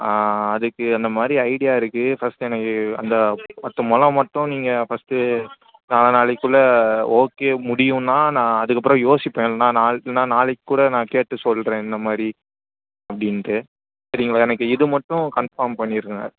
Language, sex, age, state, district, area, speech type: Tamil, male, 18-30, Tamil Nadu, Chennai, urban, conversation